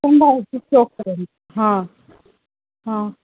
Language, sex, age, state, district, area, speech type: Marathi, female, 30-45, Maharashtra, Nagpur, urban, conversation